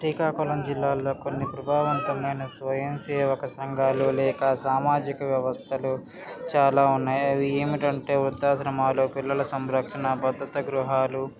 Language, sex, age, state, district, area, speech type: Telugu, male, 18-30, Andhra Pradesh, Srikakulam, urban, spontaneous